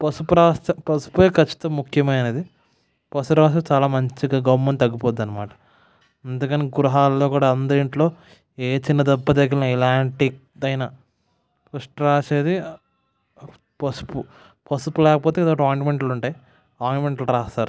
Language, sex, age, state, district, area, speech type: Telugu, male, 18-30, Andhra Pradesh, West Godavari, rural, spontaneous